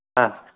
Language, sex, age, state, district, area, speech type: Sindhi, male, 45-60, Maharashtra, Thane, urban, conversation